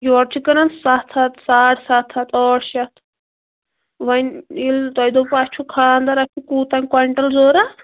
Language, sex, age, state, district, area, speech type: Kashmiri, female, 18-30, Jammu and Kashmir, Anantnag, rural, conversation